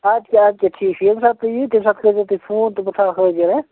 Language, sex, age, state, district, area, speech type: Kashmiri, male, 30-45, Jammu and Kashmir, Bandipora, rural, conversation